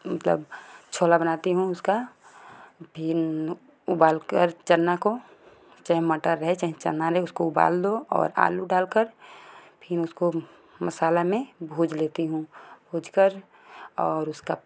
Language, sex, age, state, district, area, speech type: Hindi, female, 18-30, Uttar Pradesh, Ghazipur, rural, spontaneous